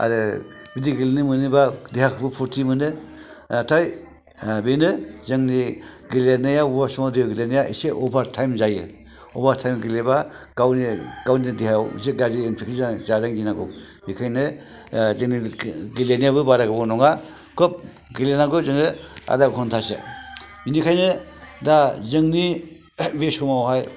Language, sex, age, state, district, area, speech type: Bodo, male, 60+, Assam, Chirang, rural, spontaneous